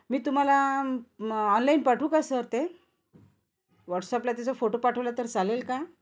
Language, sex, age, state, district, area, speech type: Marathi, female, 45-60, Maharashtra, Nanded, urban, spontaneous